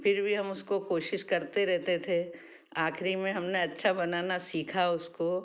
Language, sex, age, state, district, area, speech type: Hindi, female, 60+, Madhya Pradesh, Ujjain, urban, spontaneous